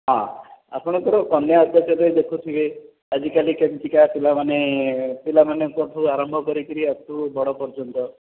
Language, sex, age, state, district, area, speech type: Odia, male, 60+, Odisha, Khordha, rural, conversation